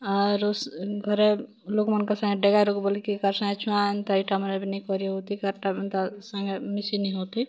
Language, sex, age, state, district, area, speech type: Odia, female, 30-45, Odisha, Kalahandi, rural, spontaneous